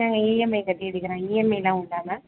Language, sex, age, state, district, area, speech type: Tamil, female, 18-30, Tamil Nadu, Tiruvarur, rural, conversation